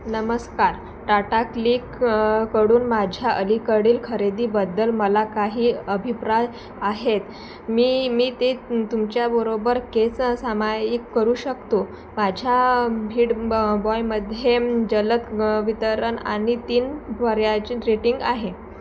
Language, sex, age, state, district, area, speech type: Marathi, female, 18-30, Maharashtra, Thane, rural, read